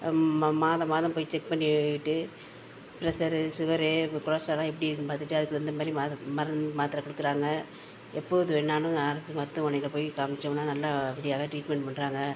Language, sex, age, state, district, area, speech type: Tamil, female, 60+, Tamil Nadu, Mayiladuthurai, urban, spontaneous